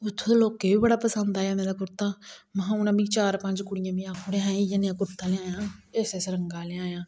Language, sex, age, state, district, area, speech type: Dogri, female, 45-60, Jammu and Kashmir, Reasi, rural, spontaneous